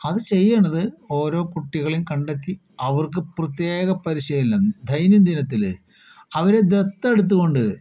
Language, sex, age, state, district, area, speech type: Malayalam, male, 30-45, Kerala, Palakkad, rural, spontaneous